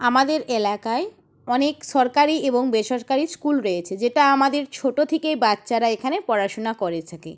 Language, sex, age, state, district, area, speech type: Bengali, female, 45-60, West Bengal, Purba Medinipur, rural, spontaneous